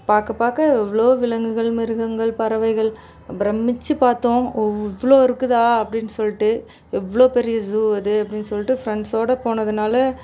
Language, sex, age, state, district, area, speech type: Tamil, female, 30-45, Tamil Nadu, Dharmapuri, rural, spontaneous